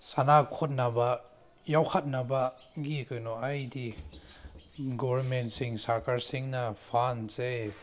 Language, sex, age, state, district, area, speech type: Manipuri, male, 30-45, Manipur, Senapati, rural, spontaneous